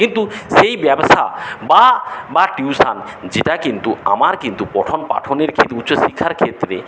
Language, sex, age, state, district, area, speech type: Bengali, male, 45-60, West Bengal, Paschim Medinipur, rural, spontaneous